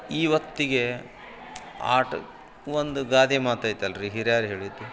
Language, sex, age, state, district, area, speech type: Kannada, male, 45-60, Karnataka, Koppal, rural, spontaneous